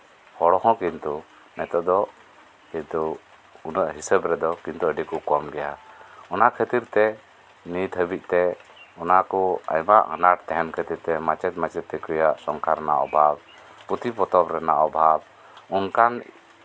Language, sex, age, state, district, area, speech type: Santali, male, 45-60, West Bengal, Birbhum, rural, spontaneous